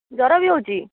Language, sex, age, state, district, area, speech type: Odia, female, 18-30, Odisha, Nayagarh, rural, conversation